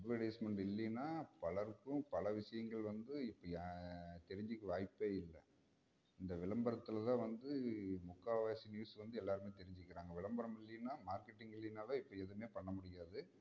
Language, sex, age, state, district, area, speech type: Tamil, male, 30-45, Tamil Nadu, Namakkal, rural, spontaneous